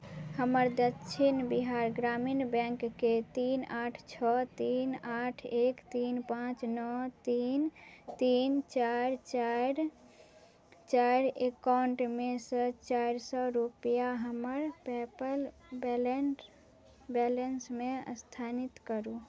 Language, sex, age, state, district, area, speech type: Maithili, female, 18-30, Bihar, Madhubani, rural, read